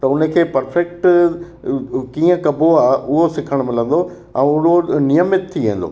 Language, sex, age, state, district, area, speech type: Sindhi, male, 60+, Gujarat, Kutch, rural, spontaneous